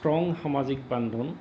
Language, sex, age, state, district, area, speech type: Assamese, male, 45-60, Assam, Goalpara, urban, spontaneous